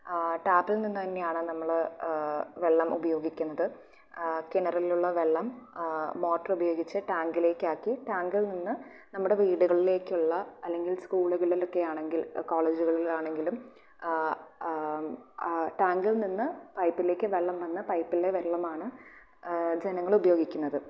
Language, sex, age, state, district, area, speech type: Malayalam, female, 18-30, Kerala, Thrissur, rural, spontaneous